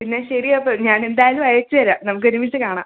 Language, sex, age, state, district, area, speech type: Malayalam, female, 18-30, Kerala, Thiruvananthapuram, urban, conversation